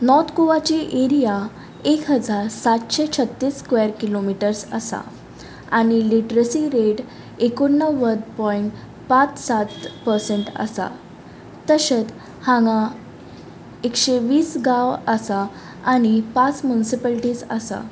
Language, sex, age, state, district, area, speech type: Goan Konkani, female, 18-30, Goa, Ponda, rural, spontaneous